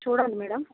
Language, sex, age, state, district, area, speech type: Telugu, female, 45-60, Telangana, Jagtial, rural, conversation